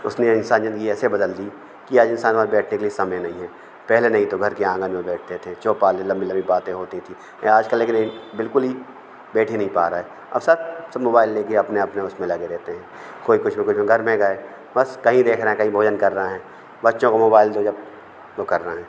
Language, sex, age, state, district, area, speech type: Hindi, male, 45-60, Madhya Pradesh, Hoshangabad, urban, spontaneous